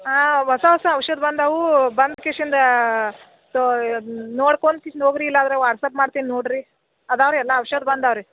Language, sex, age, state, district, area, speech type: Kannada, female, 60+, Karnataka, Belgaum, rural, conversation